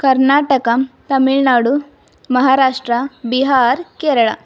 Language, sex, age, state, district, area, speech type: Kannada, female, 18-30, Karnataka, Tumkur, rural, spontaneous